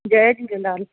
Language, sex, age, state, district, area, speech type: Sindhi, female, 30-45, Delhi, South Delhi, urban, conversation